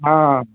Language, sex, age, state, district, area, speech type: Odia, male, 60+, Odisha, Sundergarh, rural, conversation